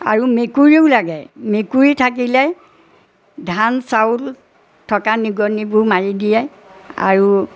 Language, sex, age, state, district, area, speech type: Assamese, female, 60+, Assam, Majuli, rural, spontaneous